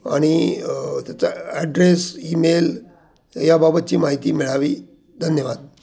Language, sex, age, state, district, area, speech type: Marathi, male, 60+, Maharashtra, Ahmednagar, urban, spontaneous